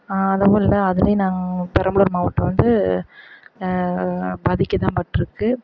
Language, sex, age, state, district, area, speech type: Tamil, female, 45-60, Tamil Nadu, Perambalur, rural, spontaneous